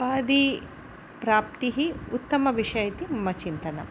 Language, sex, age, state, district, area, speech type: Sanskrit, female, 45-60, Karnataka, Udupi, urban, spontaneous